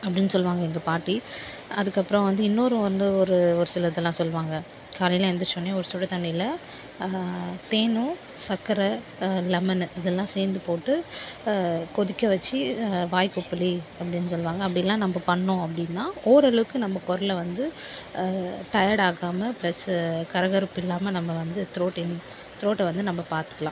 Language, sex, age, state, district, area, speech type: Tamil, female, 30-45, Tamil Nadu, Viluppuram, rural, spontaneous